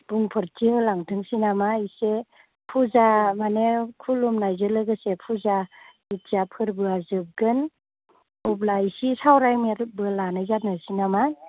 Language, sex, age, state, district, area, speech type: Bodo, female, 30-45, Assam, Baksa, rural, conversation